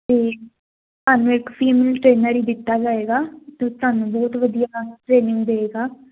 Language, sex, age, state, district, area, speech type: Punjabi, female, 18-30, Punjab, Fazilka, rural, conversation